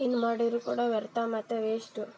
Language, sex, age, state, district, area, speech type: Kannada, female, 18-30, Karnataka, Vijayanagara, rural, spontaneous